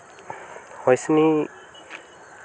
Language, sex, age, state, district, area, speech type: Santali, male, 18-30, West Bengal, Purba Bardhaman, rural, spontaneous